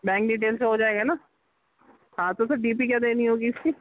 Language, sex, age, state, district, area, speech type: Urdu, male, 18-30, Uttar Pradesh, Gautam Buddha Nagar, rural, conversation